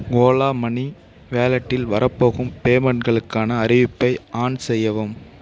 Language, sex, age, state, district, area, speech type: Tamil, male, 18-30, Tamil Nadu, Mayiladuthurai, urban, read